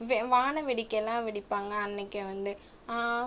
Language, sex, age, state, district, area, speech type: Tamil, female, 18-30, Tamil Nadu, Cuddalore, rural, spontaneous